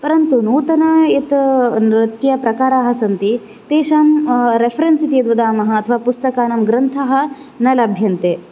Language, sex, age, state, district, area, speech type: Sanskrit, female, 18-30, Karnataka, Koppal, rural, spontaneous